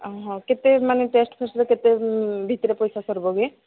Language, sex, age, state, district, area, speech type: Odia, female, 18-30, Odisha, Sambalpur, rural, conversation